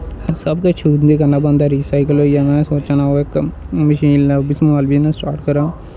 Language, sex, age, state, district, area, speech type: Dogri, male, 18-30, Jammu and Kashmir, Jammu, rural, spontaneous